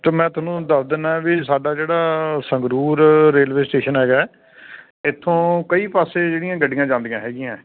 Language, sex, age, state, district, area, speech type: Punjabi, male, 45-60, Punjab, Sangrur, urban, conversation